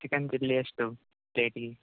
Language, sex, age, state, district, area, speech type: Kannada, male, 18-30, Karnataka, Udupi, rural, conversation